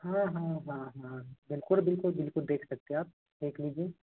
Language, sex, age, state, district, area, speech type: Hindi, male, 30-45, Madhya Pradesh, Balaghat, rural, conversation